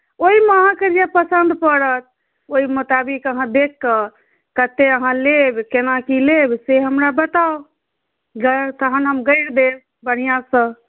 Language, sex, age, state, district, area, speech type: Maithili, female, 30-45, Bihar, Madhubani, rural, conversation